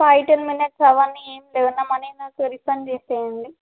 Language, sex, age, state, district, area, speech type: Telugu, female, 18-30, Andhra Pradesh, Alluri Sitarama Raju, rural, conversation